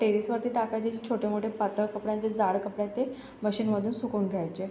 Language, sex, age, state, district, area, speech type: Marathi, female, 18-30, Maharashtra, Akola, urban, spontaneous